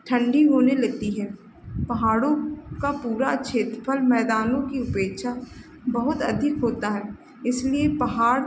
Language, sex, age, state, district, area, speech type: Hindi, female, 30-45, Uttar Pradesh, Lucknow, rural, spontaneous